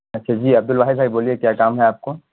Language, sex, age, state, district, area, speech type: Urdu, male, 18-30, Bihar, Purnia, rural, conversation